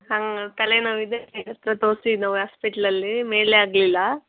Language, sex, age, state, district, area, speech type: Kannada, female, 18-30, Karnataka, Kolar, rural, conversation